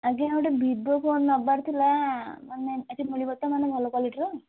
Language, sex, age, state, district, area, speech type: Odia, female, 18-30, Odisha, Kalahandi, rural, conversation